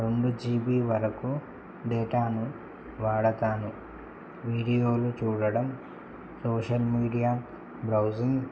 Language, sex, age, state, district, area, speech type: Telugu, male, 18-30, Telangana, Medak, rural, spontaneous